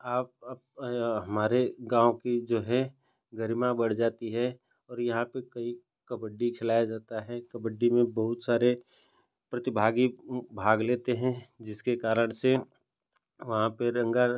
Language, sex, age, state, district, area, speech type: Hindi, male, 30-45, Uttar Pradesh, Ghazipur, rural, spontaneous